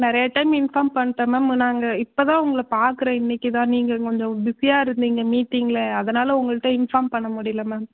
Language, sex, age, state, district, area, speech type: Tamil, female, 30-45, Tamil Nadu, Madurai, urban, conversation